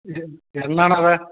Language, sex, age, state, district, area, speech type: Malayalam, male, 45-60, Kerala, Idukki, rural, conversation